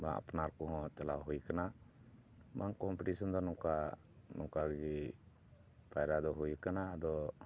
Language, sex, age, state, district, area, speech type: Santali, male, 45-60, West Bengal, Dakshin Dinajpur, rural, spontaneous